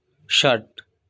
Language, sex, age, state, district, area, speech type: Sanskrit, male, 18-30, Odisha, Kandhamal, urban, read